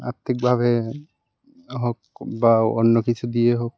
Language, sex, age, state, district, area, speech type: Bengali, male, 18-30, West Bengal, Birbhum, urban, spontaneous